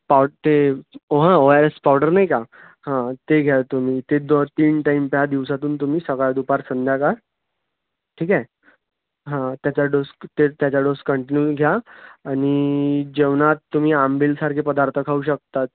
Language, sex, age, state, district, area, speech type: Marathi, male, 18-30, Maharashtra, Wardha, rural, conversation